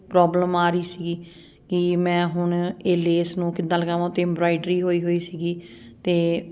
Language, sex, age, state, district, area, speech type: Punjabi, female, 45-60, Punjab, Ludhiana, urban, spontaneous